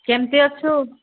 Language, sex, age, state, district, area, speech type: Odia, female, 60+, Odisha, Angul, rural, conversation